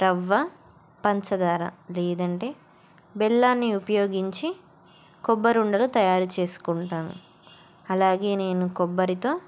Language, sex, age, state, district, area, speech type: Telugu, female, 18-30, Andhra Pradesh, Palnadu, rural, spontaneous